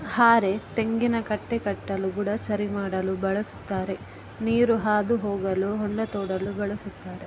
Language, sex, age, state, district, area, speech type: Kannada, female, 30-45, Karnataka, Udupi, rural, spontaneous